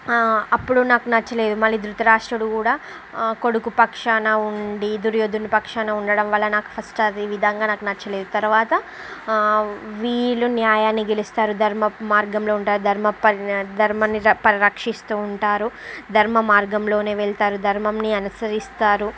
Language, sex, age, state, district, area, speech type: Telugu, female, 30-45, Andhra Pradesh, Srikakulam, urban, spontaneous